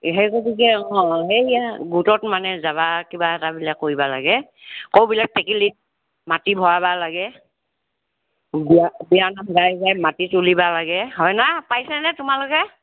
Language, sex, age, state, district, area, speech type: Assamese, female, 60+, Assam, Morigaon, rural, conversation